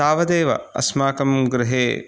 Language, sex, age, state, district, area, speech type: Sanskrit, male, 30-45, Karnataka, Udupi, urban, spontaneous